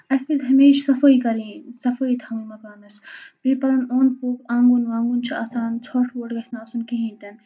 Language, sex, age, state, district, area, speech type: Kashmiri, female, 45-60, Jammu and Kashmir, Baramulla, urban, spontaneous